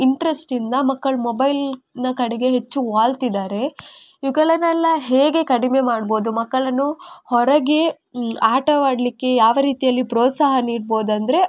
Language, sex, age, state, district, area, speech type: Kannada, female, 18-30, Karnataka, Udupi, rural, spontaneous